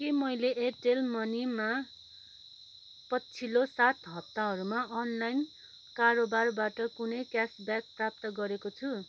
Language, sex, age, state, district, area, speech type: Nepali, female, 30-45, West Bengal, Kalimpong, rural, read